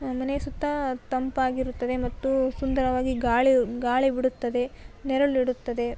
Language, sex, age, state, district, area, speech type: Kannada, female, 18-30, Karnataka, Koppal, urban, spontaneous